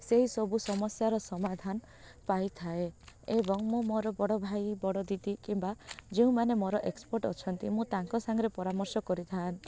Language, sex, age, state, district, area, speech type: Odia, female, 18-30, Odisha, Koraput, urban, spontaneous